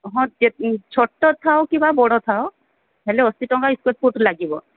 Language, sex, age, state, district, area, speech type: Odia, female, 45-60, Odisha, Sundergarh, rural, conversation